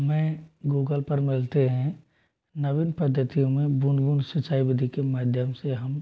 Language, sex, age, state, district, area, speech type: Hindi, male, 18-30, Rajasthan, Jodhpur, rural, spontaneous